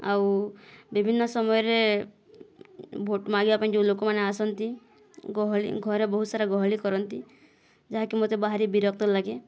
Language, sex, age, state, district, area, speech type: Odia, female, 60+, Odisha, Boudh, rural, spontaneous